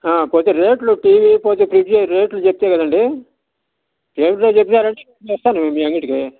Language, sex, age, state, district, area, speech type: Telugu, male, 60+, Andhra Pradesh, Sri Balaji, urban, conversation